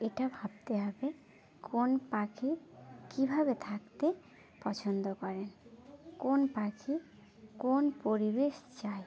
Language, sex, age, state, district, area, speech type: Bengali, female, 18-30, West Bengal, Birbhum, urban, spontaneous